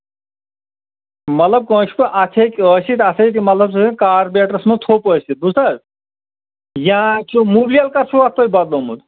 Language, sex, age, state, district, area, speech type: Kashmiri, male, 30-45, Jammu and Kashmir, Anantnag, rural, conversation